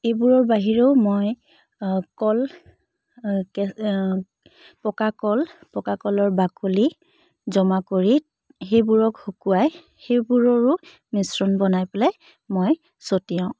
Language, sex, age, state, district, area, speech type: Assamese, female, 18-30, Assam, Charaideo, urban, spontaneous